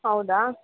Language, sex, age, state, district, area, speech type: Kannada, female, 18-30, Karnataka, Chitradurga, rural, conversation